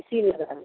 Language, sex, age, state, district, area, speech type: Santali, female, 45-60, West Bengal, Bankura, rural, conversation